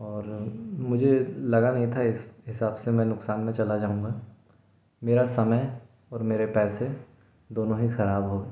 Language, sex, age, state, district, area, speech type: Hindi, male, 18-30, Madhya Pradesh, Bhopal, urban, spontaneous